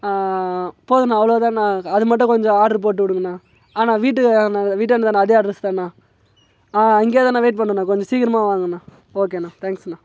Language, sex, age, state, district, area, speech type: Tamil, male, 18-30, Tamil Nadu, Tiruvannamalai, rural, spontaneous